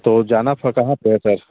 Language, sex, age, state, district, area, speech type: Hindi, male, 30-45, Uttar Pradesh, Bhadohi, rural, conversation